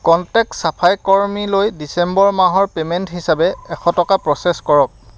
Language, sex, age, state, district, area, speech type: Assamese, male, 30-45, Assam, Lakhimpur, rural, read